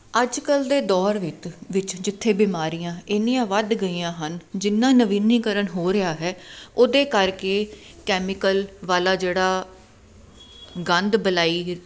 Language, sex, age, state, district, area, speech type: Punjabi, female, 30-45, Punjab, Jalandhar, urban, spontaneous